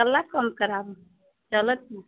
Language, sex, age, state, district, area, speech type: Maithili, female, 60+, Bihar, Muzaffarpur, urban, conversation